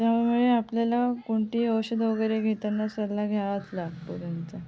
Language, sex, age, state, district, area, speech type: Marathi, female, 18-30, Maharashtra, Sindhudurg, rural, spontaneous